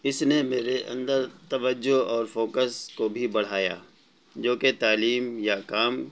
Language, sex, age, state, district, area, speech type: Urdu, male, 45-60, Bihar, Gaya, urban, spontaneous